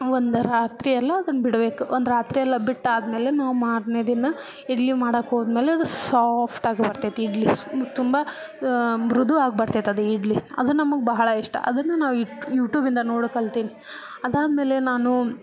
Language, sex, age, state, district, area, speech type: Kannada, female, 30-45, Karnataka, Gadag, rural, spontaneous